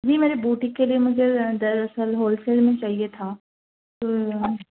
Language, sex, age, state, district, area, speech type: Urdu, female, 30-45, Telangana, Hyderabad, urban, conversation